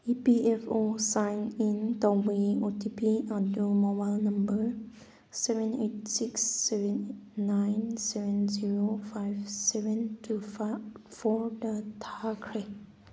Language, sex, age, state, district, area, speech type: Manipuri, female, 18-30, Manipur, Kangpokpi, urban, read